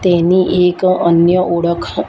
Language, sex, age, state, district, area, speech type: Gujarati, female, 30-45, Gujarat, Kheda, rural, spontaneous